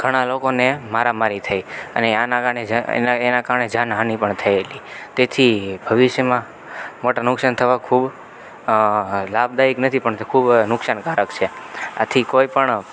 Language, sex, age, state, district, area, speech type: Gujarati, male, 30-45, Gujarat, Rajkot, rural, spontaneous